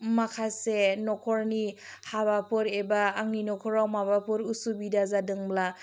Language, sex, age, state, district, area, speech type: Bodo, female, 30-45, Assam, Chirang, rural, spontaneous